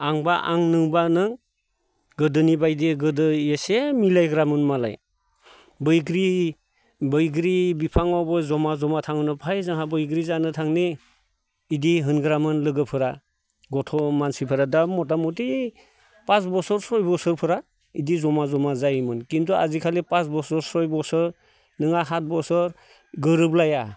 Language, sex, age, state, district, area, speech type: Bodo, male, 60+, Assam, Baksa, rural, spontaneous